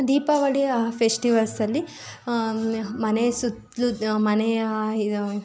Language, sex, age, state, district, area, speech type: Kannada, female, 30-45, Karnataka, Tumkur, rural, spontaneous